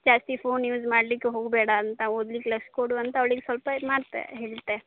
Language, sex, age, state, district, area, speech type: Kannada, female, 30-45, Karnataka, Uttara Kannada, rural, conversation